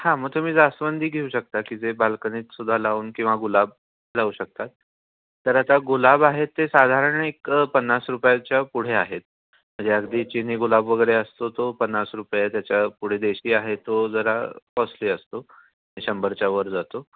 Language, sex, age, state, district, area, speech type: Marathi, male, 18-30, Maharashtra, Kolhapur, urban, conversation